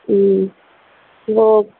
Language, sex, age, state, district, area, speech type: Urdu, female, 18-30, Telangana, Hyderabad, urban, conversation